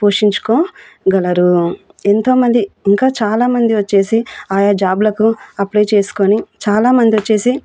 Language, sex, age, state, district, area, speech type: Telugu, female, 30-45, Andhra Pradesh, Kurnool, rural, spontaneous